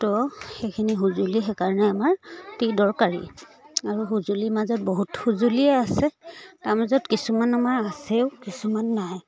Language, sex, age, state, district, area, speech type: Assamese, female, 30-45, Assam, Charaideo, rural, spontaneous